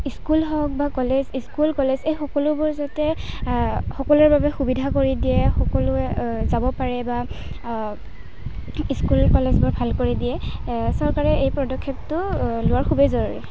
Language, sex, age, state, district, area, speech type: Assamese, female, 18-30, Assam, Kamrup Metropolitan, rural, spontaneous